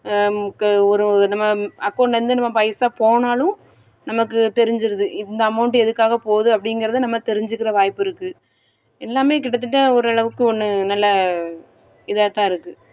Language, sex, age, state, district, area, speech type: Tamil, female, 30-45, Tamil Nadu, Thoothukudi, urban, spontaneous